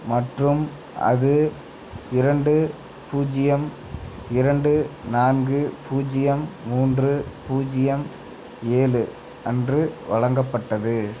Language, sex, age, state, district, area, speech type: Tamil, male, 18-30, Tamil Nadu, Namakkal, rural, read